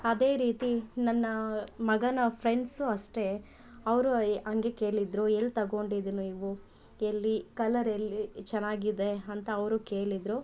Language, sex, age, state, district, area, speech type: Kannada, female, 18-30, Karnataka, Bangalore Rural, rural, spontaneous